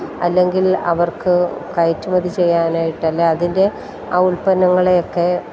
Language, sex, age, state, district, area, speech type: Malayalam, female, 45-60, Kerala, Kottayam, rural, spontaneous